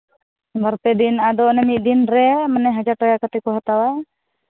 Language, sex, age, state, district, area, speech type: Santali, female, 30-45, Jharkhand, East Singhbhum, rural, conversation